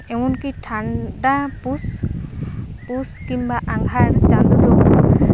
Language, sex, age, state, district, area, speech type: Santali, female, 18-30, West Bengal, Purulia, rural, spontaneous